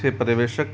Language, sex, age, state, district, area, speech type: Hindi, male, 45-60, Rajasthan, Jaipur, urban, spontaneous